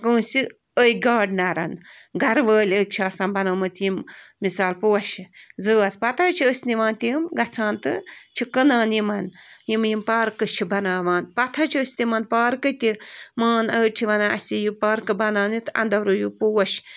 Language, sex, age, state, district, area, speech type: Kashmiri, female, 18-30, Jammu and Kashmir, Bandipora, rural, spontaneous